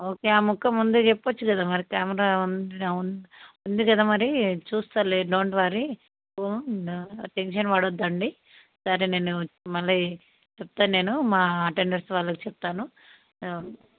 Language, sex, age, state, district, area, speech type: Telugu, female, 45-60, Telangana, Hyderabad, rural, conversation